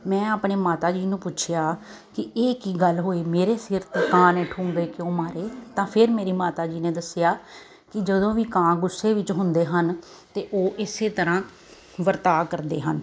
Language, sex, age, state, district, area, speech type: Punjabi, female, 30-45, Punjab, Kapurthala, urban, spontaneous